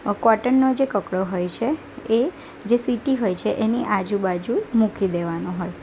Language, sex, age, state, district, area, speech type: Gujarati, female, 18-30, Gujarat, Anand, urban, spontaneous